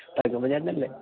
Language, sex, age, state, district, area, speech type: Malayalam, male, 18-30, Kerala, Idukki, rural, conversation